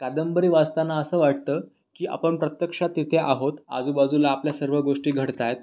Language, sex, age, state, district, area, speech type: Marathi, male, 18-30, Maharashtra, Raigad, rural, spontaneous